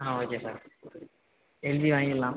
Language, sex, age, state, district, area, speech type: Tamil, male, 18-30, Tamil Nadu, Nagapattinam, rural, conversation